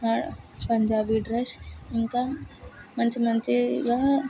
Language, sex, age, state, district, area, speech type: Telugu, female, 18-30, Andhra Pradesh, Kakinada, urban, spontaneous